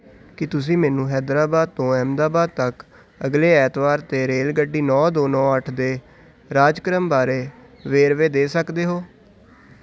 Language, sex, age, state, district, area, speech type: Punjabi, male, 18-30, Punjab, Hoshiarpur, urban, read